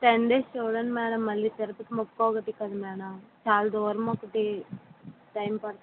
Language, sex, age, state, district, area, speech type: Telugu, female, 30-45, Andhra Pradesh, Vizianagaram, rural, conversation